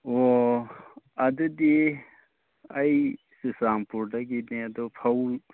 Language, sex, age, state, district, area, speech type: Manipuri, male, 30-45, Manipur, Churachandpur, rural, conversation